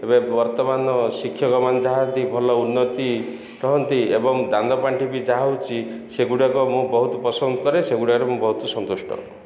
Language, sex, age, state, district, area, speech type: Odia, male, 45-60, Odisha, Ganjam, urban, spontaneous